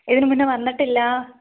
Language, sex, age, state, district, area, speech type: Malayalam, female, 30-45, Kerala, Idukki, rural, conversation